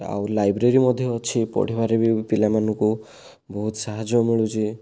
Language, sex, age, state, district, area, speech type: Odia, male, 30-45, Odisha, Kandhamal, rural, spontaneous